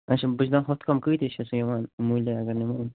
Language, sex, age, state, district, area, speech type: Kashmiri, male, 45-60, Jammu and Kashmir, Budgam, urban, conversation